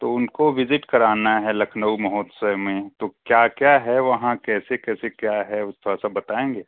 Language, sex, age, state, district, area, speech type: Hindi, male, 45-60, Uttar Pradesh, Mau, rural, conversation